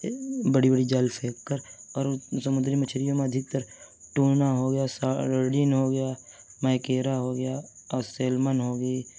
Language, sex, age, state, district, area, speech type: Urdu, male, 30-45, Uttar Pradesh, Mirzapur, rural, spontaneous